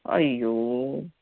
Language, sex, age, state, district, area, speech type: Sanskrit, female, 30-45, Karnataka, Bangalore Urban, urban, conversation